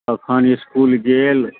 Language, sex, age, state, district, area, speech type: Maithili, male, 45-60, Bihar, Supaul, urban, conversation